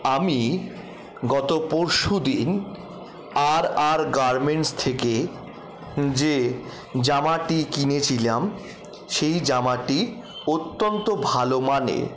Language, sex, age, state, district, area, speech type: Bengali, male, 60+, West Bengal, Paschim Bardhaman, rural, spontaneous